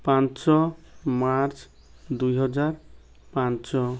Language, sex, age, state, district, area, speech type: Odia, male, 30-45, Odisha, Malkangiri, urban, spontaneous